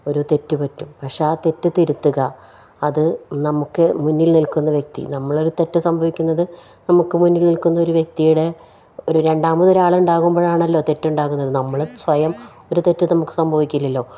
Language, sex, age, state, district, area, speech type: Malayalam, female, 45-60, Kerala, Palakkad, rural, spontaneous